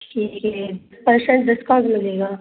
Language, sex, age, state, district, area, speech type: Hindi, female, 30-45, Madhya Pradesh, Gwalior, rural, conversation